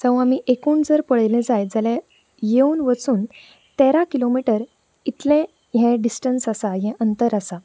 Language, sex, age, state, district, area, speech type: Goan Konkani, female, 18-30, Goa, Canacona, urban, spontaneous